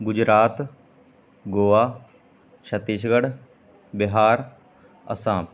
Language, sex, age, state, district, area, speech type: Punjabi, male, 30-45, Punjab, Mansa, rural, spontaneous